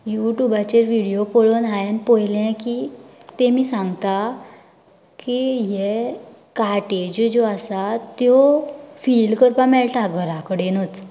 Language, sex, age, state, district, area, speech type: Goan Konkani, female, 18-30, Goa, Canacona, rural, spontaneous